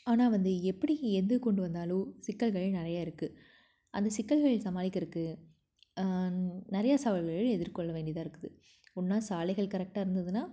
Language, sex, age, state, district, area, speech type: Tamil, female, 30-45, Tamil Nadu, Tiruppur, rural, spontaneous